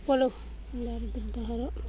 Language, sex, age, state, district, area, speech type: Odia, female, 18-30, Odisha, Balangir, urban, spontaneous